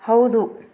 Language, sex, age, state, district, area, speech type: Kannada, female, 45-60, Karnataka, Bidar, urban, read